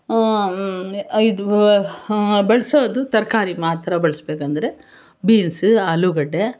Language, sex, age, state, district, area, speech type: Kannada, female, 60+, Karnataka, Bangalore Urban, urban, spontaneous